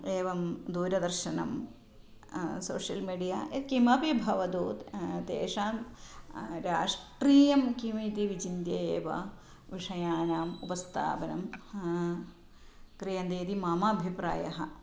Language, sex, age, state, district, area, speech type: Sanskrit, female, 45-60, Kerala, Thrissur, urban, spontaneous